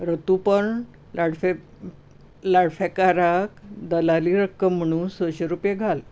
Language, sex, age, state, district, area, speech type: Goan Konkani, female, 60+, Goa, Bardez, urban, read